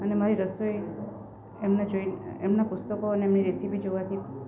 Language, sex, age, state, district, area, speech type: Gujarati, female, 45-60, Gujarat, Valsad, rural, spontaneous